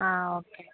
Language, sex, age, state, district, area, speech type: Malayalam, female, 18-30, Kerala, Pathanamthitta, rural, conversation